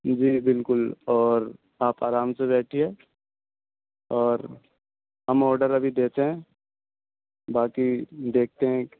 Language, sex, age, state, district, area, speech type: Urdu, male, 18-30, Delhi, South Delhi, urban, conversation